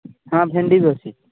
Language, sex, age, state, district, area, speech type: Odia, male, 18-30, Odisha, Koraput, urban, conversation